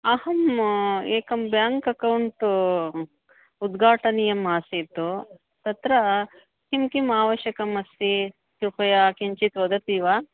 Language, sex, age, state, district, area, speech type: Sanskrit, female, 45-60, Karnataka, Bangalore Urban, urban, conversation